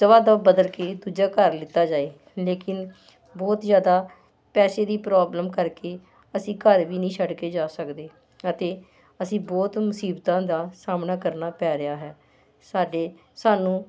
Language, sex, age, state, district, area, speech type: Punjabi, female, 45-60, Punjab, Hoshiarpur, urban, spontaneous